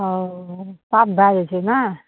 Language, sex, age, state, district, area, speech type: Maithili, female, 60+, Bihar, Araria, rural, conversation